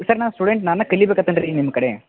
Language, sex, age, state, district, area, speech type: Kannada, male, 45-60, Karnataka, Belgaum, rural, conversation